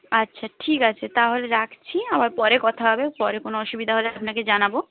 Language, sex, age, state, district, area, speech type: Bengali, female, 18-30, West Bengal, Nadia, rural, conversation